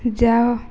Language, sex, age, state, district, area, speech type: Odia, female, 18-30, Odisha, Nuapada, urban, read